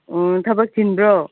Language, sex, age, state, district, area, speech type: Manipuri, female, 30-45, Manipur, Chandel, rural, conversation